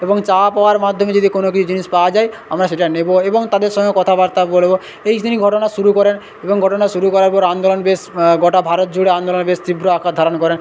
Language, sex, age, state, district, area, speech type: Bengali, male, 18-30, West Bengal, Paschim Medinipur, rural, spontaneous